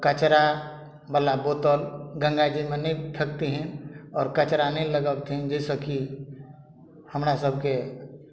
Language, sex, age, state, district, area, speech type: Maithili, male, 45-60, Bihar, Madhubani, rural, spontaneous